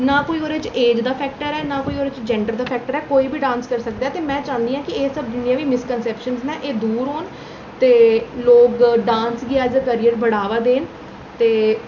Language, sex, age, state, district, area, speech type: Dogri, female, 18-30, Jammu and Kashmir, Reasi, urban, spontaneous